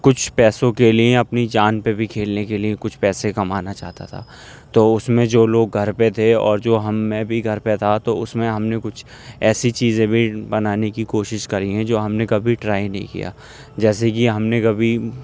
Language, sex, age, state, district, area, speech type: Urdu, male, 18-30, Uttar Pradesh, Aligarh, urban, spontaneous